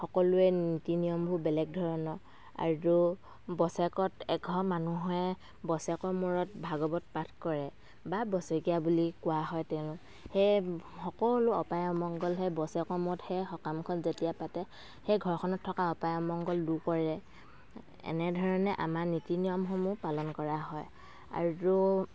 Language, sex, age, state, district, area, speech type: Assamese, female, 45-60, Assam, Dhemaji, rural, spontaneous